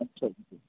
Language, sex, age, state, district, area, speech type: Bengali, male, 18-30, West Bengal, Kolkata, urban, conversation